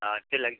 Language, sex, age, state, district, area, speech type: Hindi, male, 60+, Uttar Pradesh, Hardoi, rural, conversation